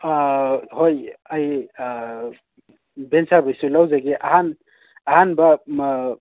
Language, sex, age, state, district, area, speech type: Manipuri, male, 30-45, Manipur, Imphal East, rural, conversation